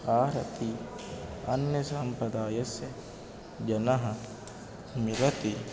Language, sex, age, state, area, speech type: Sanskrit, male, 18-30, Uttar Pradesh, urban, spontaneous